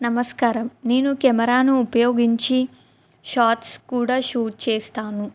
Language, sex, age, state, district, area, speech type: Telugu, female, 18-30, Telangana, Adilabad, rural, spontaneous